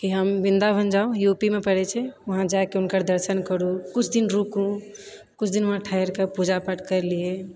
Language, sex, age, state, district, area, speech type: Maithili, female, 30-45, Bihar, Purnia, rural, spontaneous